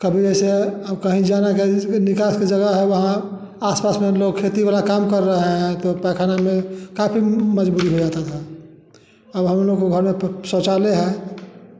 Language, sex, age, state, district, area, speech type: Hindi, male, 60+, Bihar, Samastipur, rural, spontaneous